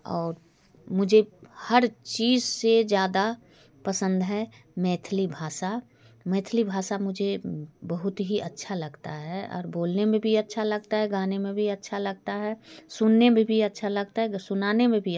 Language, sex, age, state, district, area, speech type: Hindi, female, 45-60, Bihar, Darbhanga, rural, spontaneous